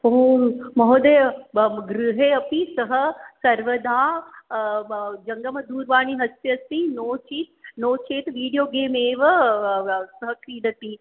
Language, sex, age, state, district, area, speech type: Sanskrit, female, 45-60, Maharashtra, Mumbai City, urban, conversation